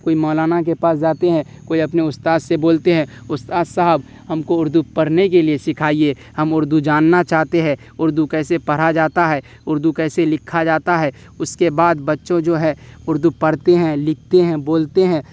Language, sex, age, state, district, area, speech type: Urdu, male, 18-30, Bihar, Darbhanga, rural, spontaneous